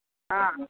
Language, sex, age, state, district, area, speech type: Malayalam, male, 18-30, Kerala, Wayanad, rural, conversation